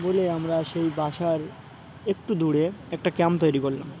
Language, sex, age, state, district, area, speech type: Bengali, male, 18-30, West Bengal, Uttar Dinajpur, urban, spontaneous